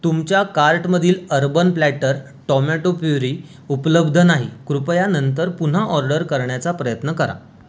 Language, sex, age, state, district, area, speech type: Marathi, male, 30-45, Maharashtra, Raigad, rural, read